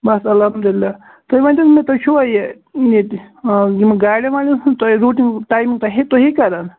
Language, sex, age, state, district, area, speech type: Kashmiri, male, 30-45, Jammu and Kashmir, Pulwama, rural, conversation